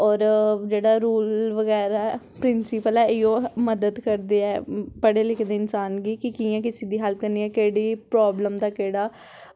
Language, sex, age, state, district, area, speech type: Dogri, female, 18-30, Jammu and Kashmir, Samba, urban, spontaneous